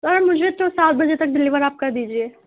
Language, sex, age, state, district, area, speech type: Urdu, female, 18-30, Uttar Pradesh, Balrampur, rural, conversation